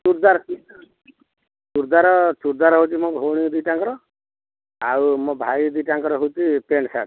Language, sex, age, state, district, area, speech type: Odia, male, 45-60, Odisha, Balasore, rural, conversation